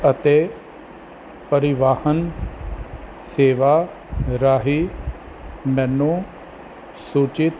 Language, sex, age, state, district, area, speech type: Punjabi, male, 30-45, Punjab, Fazilka, rural, read